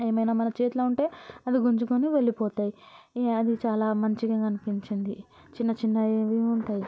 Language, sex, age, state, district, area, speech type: Telugu, female, 18-30, Telangana, Vikarabad, urban, spontaneous